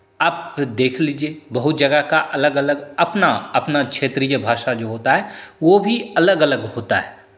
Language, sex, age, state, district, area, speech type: Hindi, male, 30-45, Bihar, Begusarai, rural, spontaneous